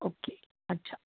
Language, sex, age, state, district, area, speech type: Marathi, female, 60+, Maharashtra, Ahmednagar, urban, conversation